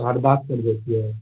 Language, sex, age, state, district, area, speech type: Maithili, male, 60+, Bihar, Purnia, urban, conversation